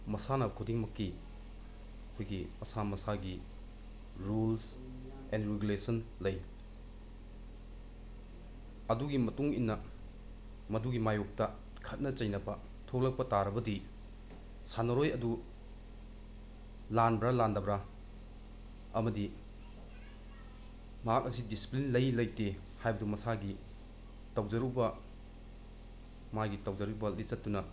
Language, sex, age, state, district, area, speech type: Manipuri, male, 30-45, Manipur, Bishnupur, rural, spontaneous